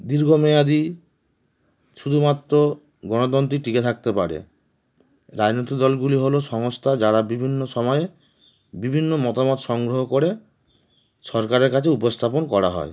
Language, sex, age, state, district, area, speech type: Bengali, male, 30-45, West Bengal, Howrah, urban, spontaneous